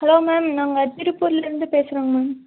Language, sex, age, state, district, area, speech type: Tamil, female, 30-45, Tamil Nadu, Nilgiris, urban, conversation